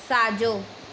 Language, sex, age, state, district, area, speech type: Sindhi, female, 18-30, Madhya Pradesh, Katni, rural, read